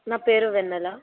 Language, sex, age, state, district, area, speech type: Telugu, female, 18-30, Telangana, Medchal, urban, conversation